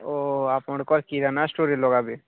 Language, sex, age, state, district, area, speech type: Odia, male, 45-60, Odisha, Nuapada, urban, conversation